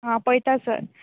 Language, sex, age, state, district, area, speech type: Goan Konkani, female, 18-30, Goa, Bardez, rural, conversation